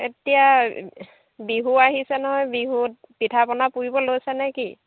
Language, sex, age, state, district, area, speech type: Assamese, female, 60+, Assam, Dhemaji, rural, conversation